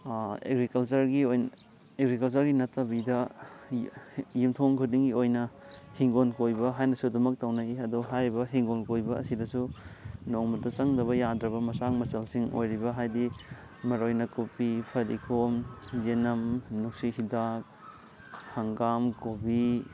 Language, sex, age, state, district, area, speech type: Manipuri, male, 18-30, Manipur, Thoubal, rural, spontaneous